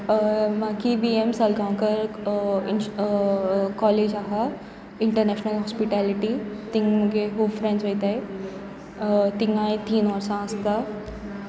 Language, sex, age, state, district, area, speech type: Goan Konkani, female, 18-30, Goa, Sanguem, rural, spontaneous